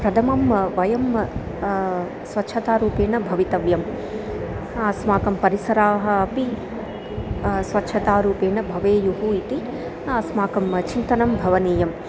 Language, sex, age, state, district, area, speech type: Sanskrit, female, 30-45, Andhra Pradesh, Chittoor, urban, spontaneous